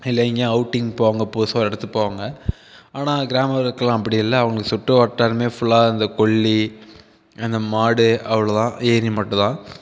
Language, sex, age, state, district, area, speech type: Tamil, male, 18-30, Tamil Nadu, Viluppuram, urban, spontaneous